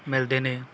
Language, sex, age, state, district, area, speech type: Punjabi, male, 30-45, Punjab, Bathinda, rural, spontaneous